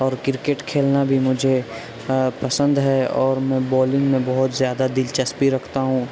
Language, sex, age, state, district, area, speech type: Urdu, male, 30-45, Uttar Pradesh, Gautam Buddha Nagar, urban, spontaneous